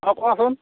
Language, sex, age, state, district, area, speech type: Assamese, male, 45-60, Assam, Barpeta, rural, conversation